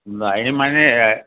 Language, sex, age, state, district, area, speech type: Hindi, male, 60+, Madhya Pradesh, Balaghat, rural, conversation